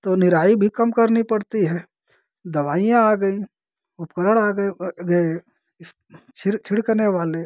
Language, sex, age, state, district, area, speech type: Hindi, male, 45-60, Uttar Pradesh, Ghazipur, rural, spontaneous